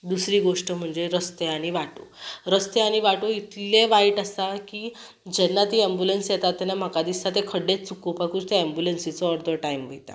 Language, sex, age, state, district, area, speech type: Goan Konkani, female, 18-30, Goa, Ponda, rural, spontaneous